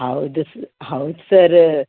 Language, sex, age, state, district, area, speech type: Kannada, female, 60+, Karnataka, Udupi, rural, conversation